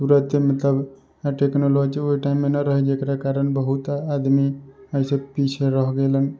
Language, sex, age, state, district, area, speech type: Maithili, male, 45-60, Bihar, Sitamarhi, rural, spontaneous